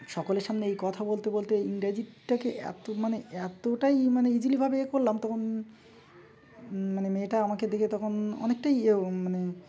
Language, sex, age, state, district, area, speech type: Bengali, male, 30-45, West Bengal, Uttar Dinajpur, urban, spontaneous